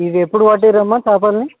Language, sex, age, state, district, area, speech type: Telugu, male, 30-45, Telangana, Hyderabad, urban, conversation